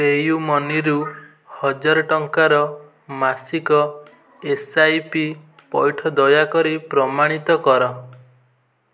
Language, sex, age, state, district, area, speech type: Odia, male, 18-30, Odisha, Kendujhar, urban, read